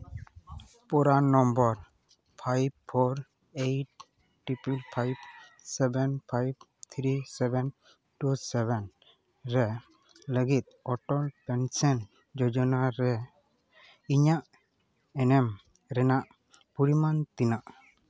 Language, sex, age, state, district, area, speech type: Santali, male, 18-30, West Bengal, Purba Bardhaman, rural, read